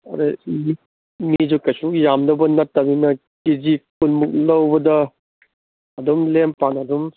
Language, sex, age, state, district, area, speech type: Manipuri, male, 45-60, Manipur, Kangpokpi, urban, conversation